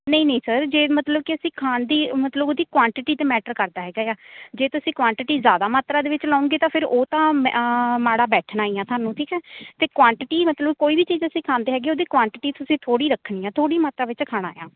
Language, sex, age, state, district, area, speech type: Punjabi, female, 18-30, Punjab, Shaheed Bhagat Singh Nagar, urban, conversation